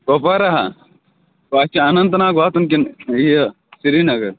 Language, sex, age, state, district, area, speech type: Kashmiri, male, 30-45, Jammu and Kashmir, Bandipora, rural, conversation